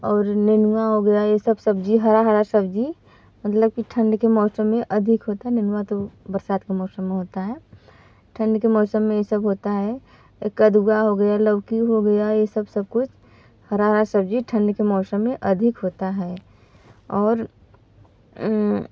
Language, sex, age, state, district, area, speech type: Hindi, female, 18-30, Uttar Pradesh, Varanasi, rural, spontaneous